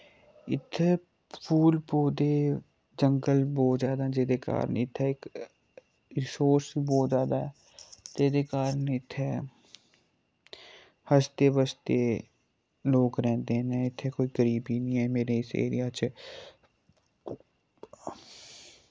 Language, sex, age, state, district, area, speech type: Dogri, male, 18-30, Jammu and Kashmir, Kathua, rural, spontaneous